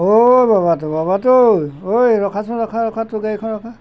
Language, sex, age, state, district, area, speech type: Assamese, male, 60+, Assam, Golaghat, urban, spontaneous